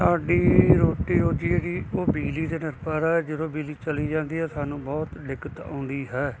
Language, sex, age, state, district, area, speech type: Punjabi, male, 60+, Punjab, Muktsar, urban, spontaneous